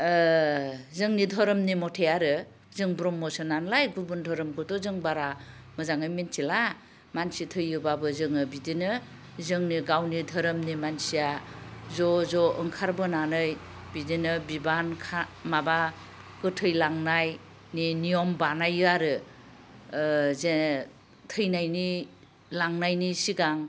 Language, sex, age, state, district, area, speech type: Bodo, female, 60+, Assam, Udalguri, urban, spontaneous